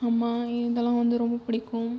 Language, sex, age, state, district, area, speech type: Tamil, female, 18-30, Tamil Nadu, Tiruchirappalli, rural, spontaneous